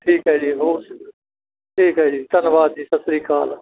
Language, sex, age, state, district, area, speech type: Punjabi, male, 60+, Punjab, Barnala, rural, conversation